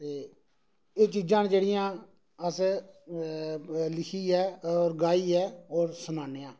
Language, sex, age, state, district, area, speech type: Dogri, male, 30-45, Jammu and Kashmir, Reasi, rural, spontaneous